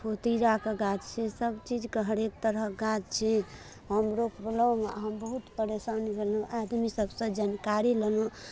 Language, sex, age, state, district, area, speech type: Maithili, female, 30-45, Bihar, Darbhanga, urban, spontaneous